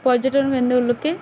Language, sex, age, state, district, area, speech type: Bengali, female, 18-30, West Bengal, Uttar Dinajpur, urban, spontaneous